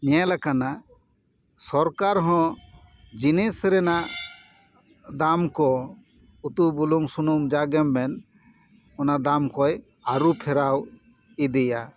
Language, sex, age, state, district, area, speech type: Santali, male, 45-60, West Bengal, Paschim Bardhaman, urban, spontaneous